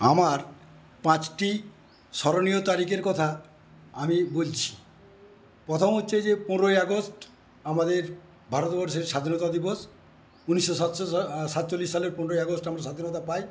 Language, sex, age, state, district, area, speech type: Bengali, male, 60+, West Bengal, Paschim Medinipur, rural, spontaneous